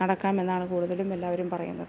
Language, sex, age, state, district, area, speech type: Malayalam, female, 30-45, Kerala, Kottayam, urban, spontaneous